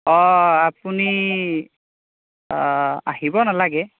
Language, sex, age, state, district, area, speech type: Assamese, male, 18-30, Assam, Nalbari, rural, conversation